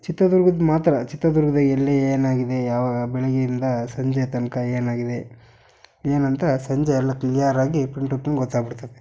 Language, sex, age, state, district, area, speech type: Kannada, male, 18-30, Karnataka, Chitradurga, rural, spontaneous